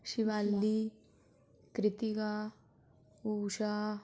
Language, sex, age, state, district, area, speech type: Dogri, female, 30-45, Jammu and Kashmir, Udhampur, rural, spontaneous